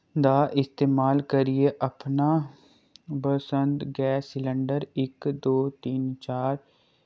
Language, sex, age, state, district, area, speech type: Dogri, male, 18-30, Jammu and Kashmir, Kathua, rural, read